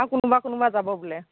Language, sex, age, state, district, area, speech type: Assamese, female, 45-60, Assam, Nagaon, rural, conversation